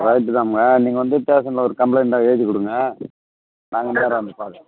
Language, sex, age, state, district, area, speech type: Tamil, male, 45-60, Tamil Nadu, Tiruvannamalai, rural, conversation